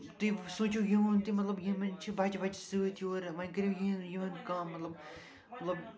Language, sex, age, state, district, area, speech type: Kashmiri, male, 30-45, Jammu and Kashmir, Srinagar, urban, spontaneous